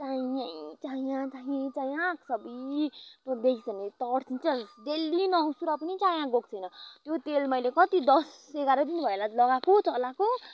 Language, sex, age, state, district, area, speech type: Nepali, female, 18-30, West Bengal, Kalimpong, rural, spontaneous